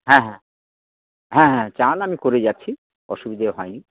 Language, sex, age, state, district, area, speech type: Bengali, male, 60+, West Bengal, Dakshin Dinajpur, rural, conversation